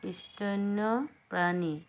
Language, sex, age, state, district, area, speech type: Assamese, female, 45-60, Assam, Dhemaji, urban, read